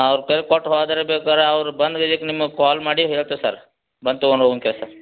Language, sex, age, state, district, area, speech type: Kannada, male, 30-45, Karnataka, Belgaum, rural, conversation